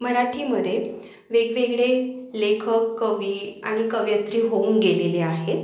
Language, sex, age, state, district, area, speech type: Marathi, female, 18-30, Maharashtra, Akola, urban, spontaneous